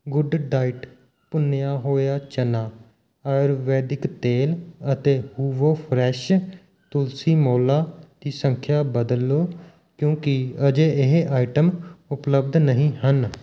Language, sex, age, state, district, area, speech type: Punjabi, male, 30-45, Punjab, Mohali, rural, read